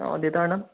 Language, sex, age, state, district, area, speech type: Assamese, male, 18-30, Assam, Sonitpur, rural, conversation